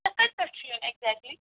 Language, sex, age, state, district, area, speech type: Kashmiri, female, 45-60, Jammu and Kashmir, Kupwara, rural, conversation